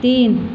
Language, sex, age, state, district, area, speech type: Marathi, female, 45-60, Maharashtra, Buldhana, rural, read